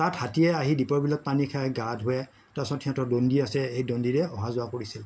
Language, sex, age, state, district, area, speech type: Assamese, male, 60+, Assam, Morigaon, rural, spontaneous